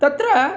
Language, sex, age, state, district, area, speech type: Sanskrit, male, 60+, Tamil Nadu, Mayiladuthurai, urban, spontaneous